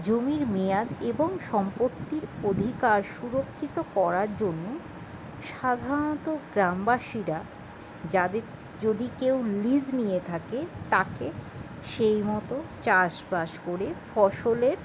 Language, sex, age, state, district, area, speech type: Bengali, female, 60+, West Bengal, Paschim Bardhaman, rural, spontaneous